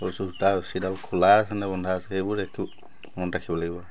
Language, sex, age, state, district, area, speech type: Assamese, male, 45-60, Assam, Tinsukia, rural, spontaneous